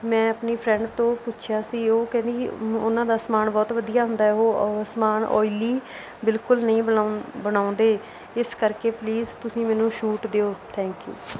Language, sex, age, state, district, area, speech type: Punjabi, female, 30-45, Punjab, Bathinda, rural, spontaneous